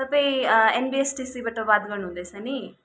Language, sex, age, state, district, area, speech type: Nepali, female, 30-45, West Bengal, Kalimpong, rural, spontaneous